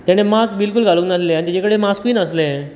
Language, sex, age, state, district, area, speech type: Goan Konkani, male, 30-45, Goa, Bardez, rural, spontaneous